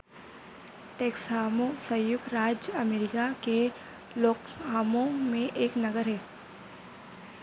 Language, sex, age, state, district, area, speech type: Hindi, female, 30-45, Madhya Pradesh, Harda, urban, read